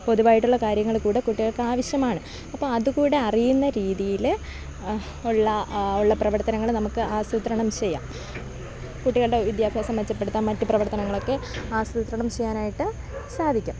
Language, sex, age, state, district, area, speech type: Malayalam, female, 18-30, Kerala, Thiruvananthapuram, rural, spontaneous